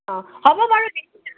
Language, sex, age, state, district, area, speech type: Assamese, female, 45-60, Assam, Morigaon, rural, conversation